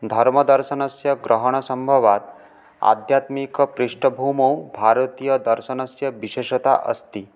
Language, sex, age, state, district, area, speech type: Sanskrit, male, 18-30, West Bengal, Paschim Medinipur, urban, spontaneous